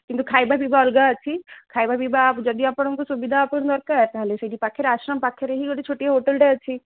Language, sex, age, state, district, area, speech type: Odia, female, 30-45, Odisha, Sundergarh, urban, conversation